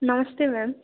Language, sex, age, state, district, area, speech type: Sanskrit, female, 18-30, Kerala, Thrissur, rural, conversation